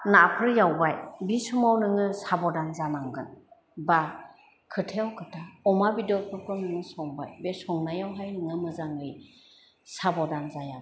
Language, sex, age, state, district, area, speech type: Bodo, female, 60+, Assam, Chirang, rural, spontaneous